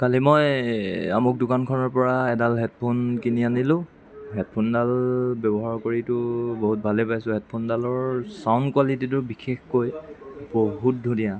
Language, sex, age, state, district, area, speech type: Assamese, male, 45-60, Assam, Lakhimpur, rural, spontaneous